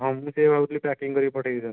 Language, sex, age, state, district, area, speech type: Odia, male, 60+, Odisha, Kendujhar, urban, conversation